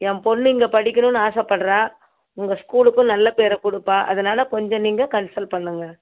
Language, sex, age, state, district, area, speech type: Tamil, female, 60+, Tamil Nadu, Viluppuram, rural, conversation